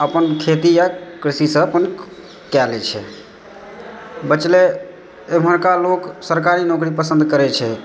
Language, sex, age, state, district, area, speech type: Maithili, male, 30-45, Bihar, Supaul, rural, spontaneous